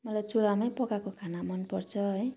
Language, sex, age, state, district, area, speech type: Nepali, female, 45-60, West Bengal, Darjeeling, rural, spontaneous